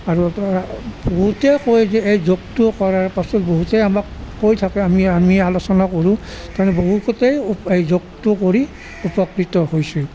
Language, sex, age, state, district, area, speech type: Assamese, male, 60+, Assam, Nalbari, rural, spontaneous